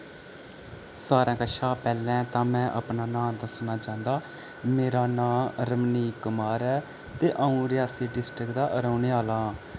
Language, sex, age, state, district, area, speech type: Dogri, male, 18-30, Jammu and Kashmir, Reasi, rural, spontaneous